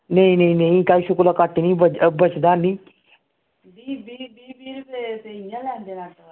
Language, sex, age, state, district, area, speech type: Dogri, male, 18-30, Jammu and Kashmir, Samba, rural, conversation